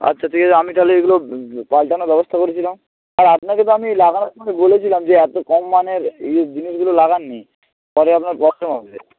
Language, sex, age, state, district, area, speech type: Bengali, male, 18-30, West Bengal, Jalpaiguri, rural, conversation